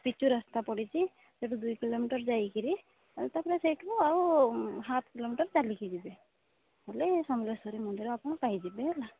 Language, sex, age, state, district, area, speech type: Odia, female, 30-45, Odisha, Mayurbhanj, rural, conversation